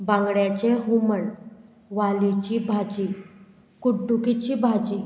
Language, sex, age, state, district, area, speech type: Goan Konkani, female, 45-60, Goa, Murmgao, rural, spontaneous